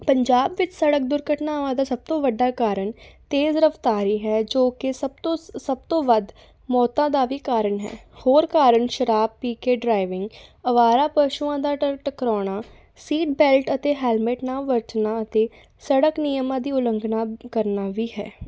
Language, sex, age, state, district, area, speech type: Punjabi, female, 18-30, Punjab, Fatehgarh Sahib, rural, spontaneous